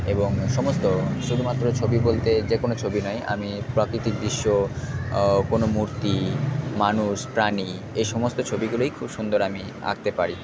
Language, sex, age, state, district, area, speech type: Bengali, male, 45-60, West Bengal, Purba Bardhaman, urban, spontaneous